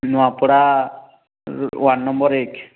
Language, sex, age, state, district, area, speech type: Odia, male, 45-60, Odisha, Nuapada, urban, conversation